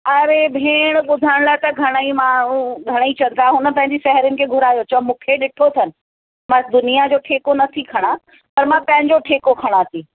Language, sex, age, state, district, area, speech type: Sindhi, female, 45-60, Uttar Pradesh, Lucknow, rural, conversation